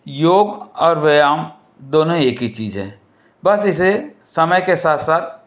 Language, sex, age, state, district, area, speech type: Hindi, male, 60+, Madhya Pradesh, Balaghat, rural, spontaneous